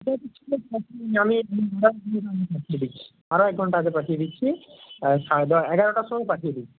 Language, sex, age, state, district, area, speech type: Bengali, male, 30-45, West Bengal, Purba Medinipur, rural, conversation